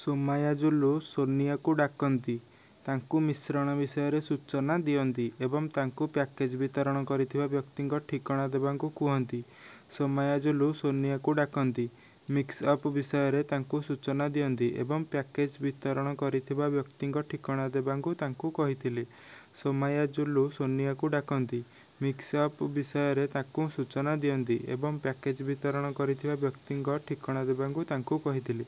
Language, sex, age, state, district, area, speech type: Odia, male, 18-30, Odisha, Nayagarh, rural, read